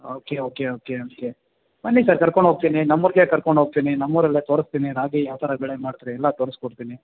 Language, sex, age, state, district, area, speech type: Kannada, male, 30-45, Karnataka, Kolar, rural, conversation